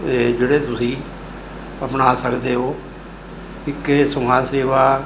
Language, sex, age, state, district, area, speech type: Punjabi, male, 60+, Punjab, Mohali, urban, spontaneous